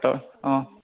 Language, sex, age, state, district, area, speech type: Assamese, male, 18-30, Assam, Sonitpur, rural, conversation